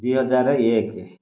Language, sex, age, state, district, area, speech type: Odia, male, 45-60, Odisha, Kendrapara, urban, spontaneous